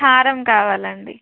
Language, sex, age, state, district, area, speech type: Telugu, female, 30-45, Andhra Pradesh, Palnadu, rural, conversation